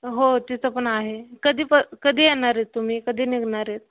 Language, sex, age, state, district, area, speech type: Marathi, female, 18-30, Maharashtra, Osmanabad, rural, conversation